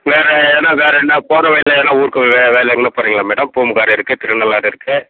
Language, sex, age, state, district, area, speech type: Tamil, male, 45-60, Tamil Nadu, Viluppuram, rural, conversation